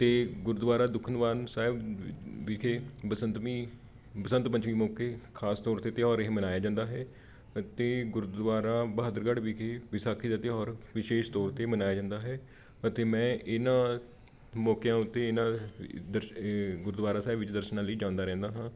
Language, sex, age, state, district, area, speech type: Punjabi, male, 30-45, Punjab, Patiala, urban, spontaneous